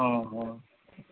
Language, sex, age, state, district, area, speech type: Maithili, male, 30-45, Bihar, Madhubani, rural, conversation